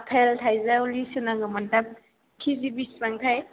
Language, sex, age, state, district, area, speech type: Bodo, female, 18-30, Assam, Chirang, rural, conversation